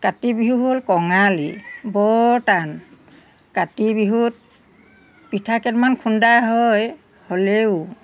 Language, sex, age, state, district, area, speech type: Assamese, female, 60+, Assam, Golaghat, urban, spontaneous